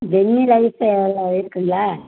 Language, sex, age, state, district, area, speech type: Tamil, female, 60+, Tamil Nadu, Virudhunagar, rural, conversation